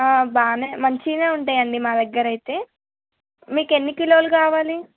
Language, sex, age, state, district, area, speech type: Telugu, female, 18-30, Telangana, Medchal, urban, conversation